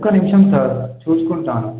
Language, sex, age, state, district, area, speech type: Telugu, male, 18-30, Telangana, Kamareddy, urban, conversation